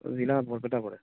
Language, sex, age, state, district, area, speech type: Assamese, male, 45-60, Assam, Barpeta, rural, conversation